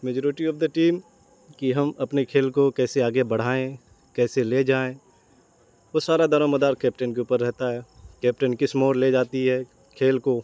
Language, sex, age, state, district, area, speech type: Urdu, male, 18-30, Bihar, Saharsa, urban, spontaneous